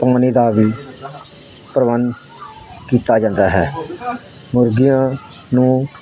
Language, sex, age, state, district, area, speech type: Punjabi, male, 60+, Punjab, Hoshiarpur, rural, spontaneous